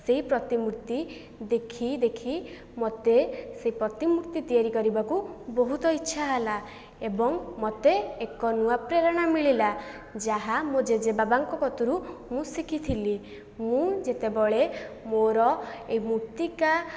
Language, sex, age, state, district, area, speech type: Odia, female, 18-30, Odisha, Jajpur, rural, spontaneous